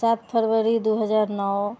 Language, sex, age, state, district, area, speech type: Maithili, female, 60+, Bihar, Sitamarhi, urban, spontaneous